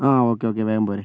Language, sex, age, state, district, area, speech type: Malayalam, male, 45-60, Kerala, Kozhikode, urban, spontaneous